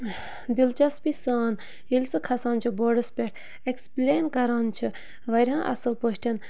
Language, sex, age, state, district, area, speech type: Kashmiri, female, 18-30, Jammu and Kashmir, Bandipora, rural, spontaneous